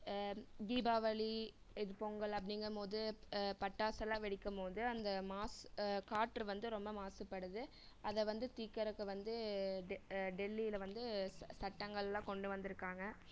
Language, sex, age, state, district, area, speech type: Tamil, female, 18-30, Tamil Nadu, Erode, rural, spontaneous